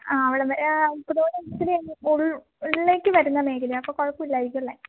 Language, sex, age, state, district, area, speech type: Malayalam, female, 18-30, Kerala, Idukki, rural, conversation